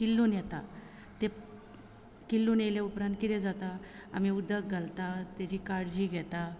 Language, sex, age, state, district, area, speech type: Goan Konkani, female, 30-45, Goa, Quepem, rural, spontaneous